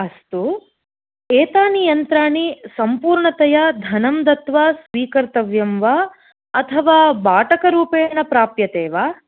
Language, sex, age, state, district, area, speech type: Sanskrit, female, 30-45, Karnataka, Hassan, urban, conversation